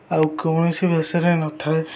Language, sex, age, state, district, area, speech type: Odia, male, 18-30, Odisha, Jagatsinghpur, rural, spontaneous